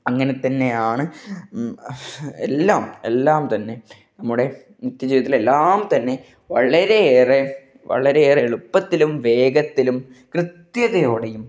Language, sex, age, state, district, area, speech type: Malayalam, male, 18-30, Kerala, Kannur, rural, spontaneous